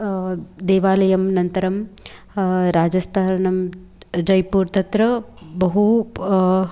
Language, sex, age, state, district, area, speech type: Sanskrit, female, 18-30, Karnataka, Dharwad, urban, spontaneous